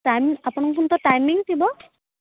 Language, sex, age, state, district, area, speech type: Odia, female, 18-30, Odisha, Kendrapara, urban, conversation